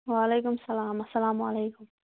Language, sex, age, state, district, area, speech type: Kashmiri, female, 18-30, Jammu and Kashmir, Kulgam, rural, conversation